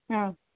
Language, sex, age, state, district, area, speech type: Tamil, female, 30-45, Tamil Nadu, Thoothukudi, urban, conversation